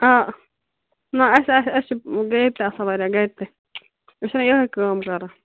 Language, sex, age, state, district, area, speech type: Kashmiri, female, 30-45, Jammu and Kashmir, Bandipora, rural, conversation